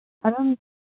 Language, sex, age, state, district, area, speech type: Manipuri, female, 45-60, Manipur, Kangpokpi, urban, conversation